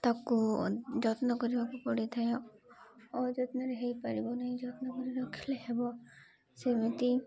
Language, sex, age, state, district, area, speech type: Odia, female, 18-30, Odisha, Malkangiri, urban, spontaneous